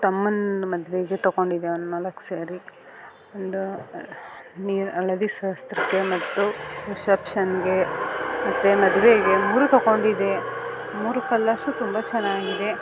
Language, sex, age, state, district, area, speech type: Kannada, female, 30-45, Karnataka, Mandya, urban, spontaneous